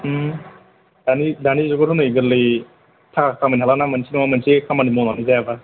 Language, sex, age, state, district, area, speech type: Bodo, male, 18-30, Assam, Chirang, rural, conversation